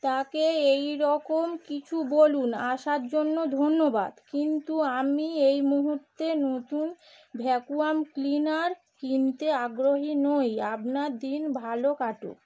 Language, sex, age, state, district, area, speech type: Bengali, female, 30-45, West Bengal, Howrah, urban, read